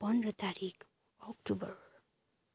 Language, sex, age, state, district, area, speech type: Nepali, female, 30-45, West Bengal, Kalimpong, rural, spontaneous